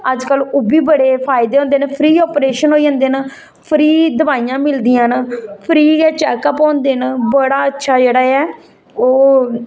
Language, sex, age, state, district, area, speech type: Dogri, female, 30-45, Jammu and Kashmir, Samba, rural, spontaneous